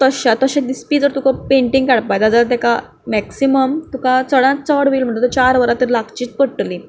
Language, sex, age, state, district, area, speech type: Goan Konkani, female, 18-30, Goa, Canacona, rural, spontaneous